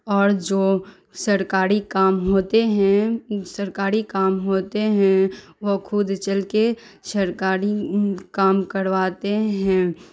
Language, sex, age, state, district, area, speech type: Urdu, female, 30-45, Bihar, Darbhanga, rural, spontaneous